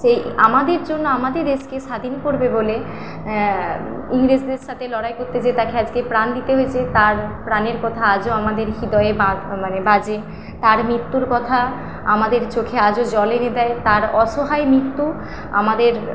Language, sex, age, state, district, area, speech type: Bengali, female, 18-30, West Bengal, Paschim Medinipur, rural, spontaneous